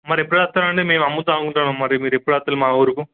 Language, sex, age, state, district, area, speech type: Telugu, male, 18-30, Telangana, Wanaparthy, urban, conversation